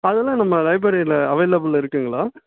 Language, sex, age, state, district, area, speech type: Tamil, male, 18-30, Tamil Nadu, Ranipet, urban, conversation